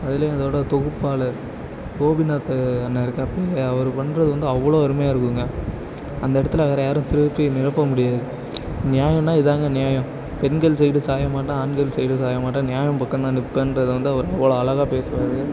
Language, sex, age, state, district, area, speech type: Tamil, male, 18-30, Tamil Nadu, Nagapattinam, rural, spontaneous